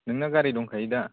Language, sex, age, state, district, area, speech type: Bodo, male, 18-30, Assam, Kokrajhar, rural, conversation